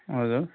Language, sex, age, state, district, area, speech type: Nepali, male, 60+, West Bengal, Kalimpong, rural, conversation